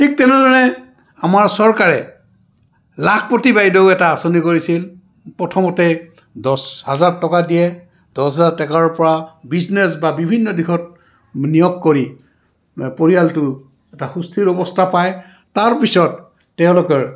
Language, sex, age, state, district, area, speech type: Assamese, male, 60+, Assam, Goalpara, urban, spontaneous